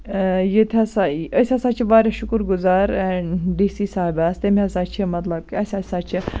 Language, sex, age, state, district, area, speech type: Kashmiri, female, 18-30, Jammu and Kashmir, Baramulla, rural, spontaneous